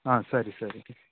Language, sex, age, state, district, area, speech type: Kannada, male, 18-30, Karnataka, Udupi, rural, conversation